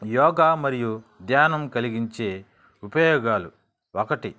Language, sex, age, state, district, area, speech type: Telugu, male, 30-45, Andhra Pradesh, Sri Balaji, rural, spontaneous